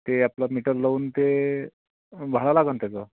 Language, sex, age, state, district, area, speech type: Marathi, male, 45-60, Maharashtra, Amravati, rural, conversation